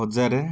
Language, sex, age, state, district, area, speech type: Odia, male, 30-45, Odisha, Cuttack, urban, spontaneous